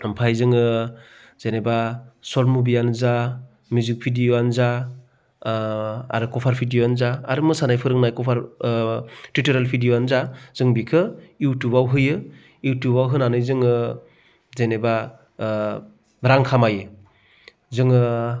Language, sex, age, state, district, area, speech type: Bodo, male, 30-45, Assam, Baksa, rural, spontaneous